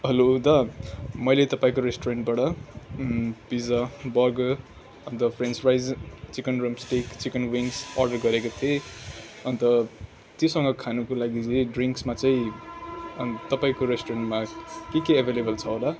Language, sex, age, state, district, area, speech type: Nepali, male, 18-30, West Bengal, Kalimpong, rural, spontaneous